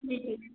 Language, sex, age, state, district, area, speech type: Hindi, female, 18-30, Uttar Pradesh, Bhadohi, rural, conversation